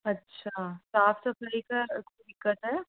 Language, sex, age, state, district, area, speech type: Hindi, female, 18-30, Rajasthan, Jaipur, urban, conversation